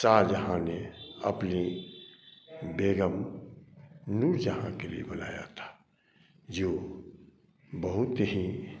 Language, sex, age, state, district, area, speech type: Hindi, male, 45-60, Bihar, Samastipur, rural, spontaneous